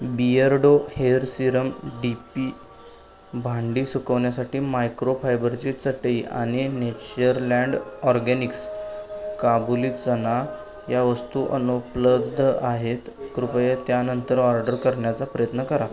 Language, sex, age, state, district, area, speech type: Marathi, male, 18-30, Maharashtra, Sangli, urban, read